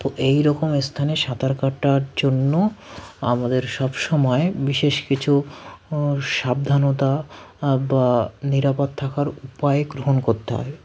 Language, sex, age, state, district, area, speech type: Bengali, male, 30-45, West Bengal, Hooghly, urban, spontaneous